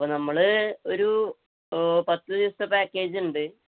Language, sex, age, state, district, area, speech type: Malayalam, male, 18-30, Kerala, Malappuram, rural, conversation